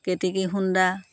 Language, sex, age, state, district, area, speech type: Assamese, female, 30-45, Assam, Dhemaji, rural, spontaneous